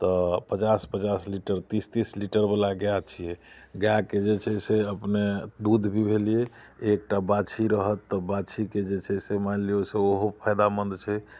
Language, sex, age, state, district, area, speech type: Maithili, male, 45-60, Bihar, Muzaffarpur, rural, spontaneous